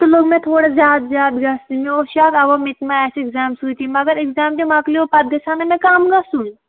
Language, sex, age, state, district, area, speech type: Kashmiri, female, 18-30, Jammu and Kashmir, Shopian, rural, conversation